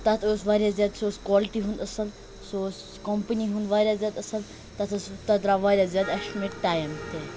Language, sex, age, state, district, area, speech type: Kashmiri, male, 18-30, Jammu and Kashmir, Kupwara, rural, spontaneous